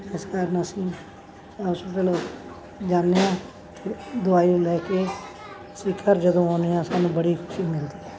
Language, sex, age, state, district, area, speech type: Punjabi, female, 60+, Punjab, Bathinda, urban, spontaneous